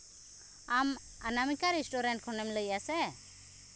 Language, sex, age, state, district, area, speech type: Santali, female, 30-45, Jharkhand, Seraikela Kharsawan, rural, spontaneous